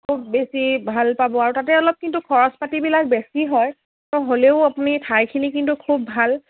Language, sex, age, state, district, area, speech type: Assamese, female, 18-30, Assam, Dibrugarh, rural, conversation